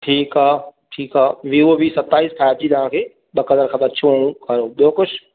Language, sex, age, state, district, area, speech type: Sindhi, male, 30-45, Madhya Pradesh, Katni, urban, conversation